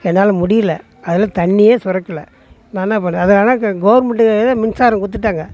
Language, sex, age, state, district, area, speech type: Tamil, male, 60+, Tamil Nadu, Tiruvannamalai, rural, spontaneous